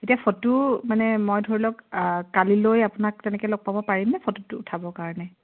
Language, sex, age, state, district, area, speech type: Assamese, female, 30-45, Assam, Majuli, urban, conversation